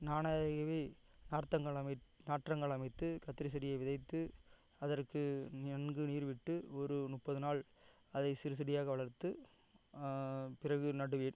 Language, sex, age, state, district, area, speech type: Tamil, male, 45-60, Tamil Nadu, Ariyalur, rural, spontaneous